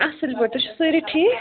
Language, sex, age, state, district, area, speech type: Kashmiri, female, 18-30, Jammu and Kashmir, Budgam, rural, conversation